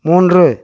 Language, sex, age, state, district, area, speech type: Tamil, male, 60+, Tamil Nadu, Coimbatore, rural, read